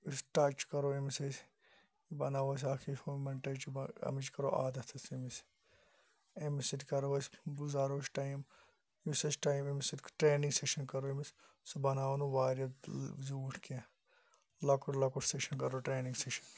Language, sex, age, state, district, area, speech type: Kashmiri, male, 30-45, Jammu and Kashmir, Pulwama, urban, spontaneous